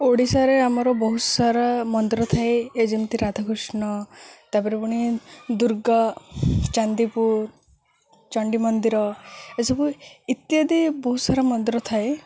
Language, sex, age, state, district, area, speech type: Odia, female, 18-30, Odisha, Sundergarh, urban, spontaneous